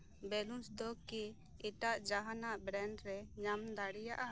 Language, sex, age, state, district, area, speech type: Santali, female, 30-45, West Bengal, Birbhum, rural, read